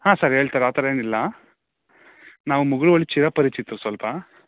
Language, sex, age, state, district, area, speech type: Kannada, male, 18-30, Karnataka, Chikkamagaluru, rural, conversation